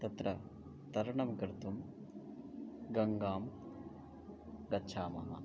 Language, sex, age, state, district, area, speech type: Sanskrit, male, 30-45, West Bengal, Murshidabad, urban, spontaneous